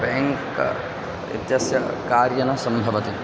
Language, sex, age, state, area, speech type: Sanskrit, male, 18-30, Madhya Pradesh, rural, spontaneous